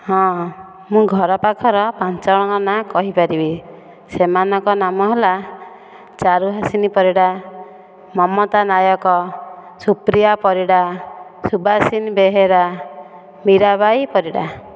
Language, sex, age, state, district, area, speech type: Odia, female, 30-45, Odisha, Dhenkanal, rural, spontaneous